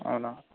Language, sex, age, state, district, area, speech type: Telugu, male, 30-45, Telangana, Vikarabad, urban, conversation